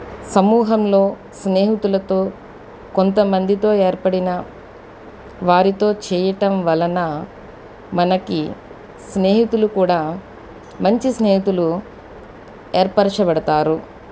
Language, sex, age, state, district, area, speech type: Telugu, female, 45-60, Andhra Pradesh, Eluru, urban, spontaneous